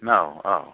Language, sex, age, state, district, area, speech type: Bodo, male, 45-60, Assam, Chirang, rural, conversation